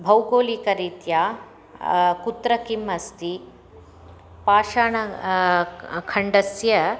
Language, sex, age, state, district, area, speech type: Sanskrit, female, 45-60, Karnataka, Chamarajanagar, rural, spontaneous